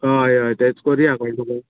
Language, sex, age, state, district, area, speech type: Goan Konkani, male, 18-30, Goa, Canacona, rural, conversation